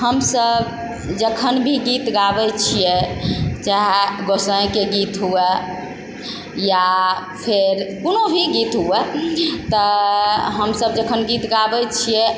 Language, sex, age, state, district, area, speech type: Maithili, male, 45-60, Bihar, Supaul, rural, spontaneous